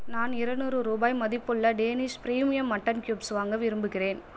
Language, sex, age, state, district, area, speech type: Tamil, female, 18-30, Tamil Nadu, Cuddalore, rural, read